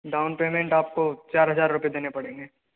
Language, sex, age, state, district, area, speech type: Hindi, male, 60+, Rajasthan, Karauli, rural, conversation